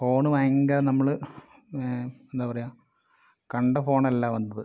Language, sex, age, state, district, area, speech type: Malayalam, male, 30-45, Kerala, Wayanad, rural, spontaneous